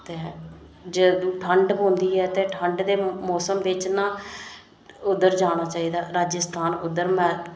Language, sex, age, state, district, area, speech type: Dogri, female, 30-45, Jammu and Kashmir, Reasi, rural, spontaneous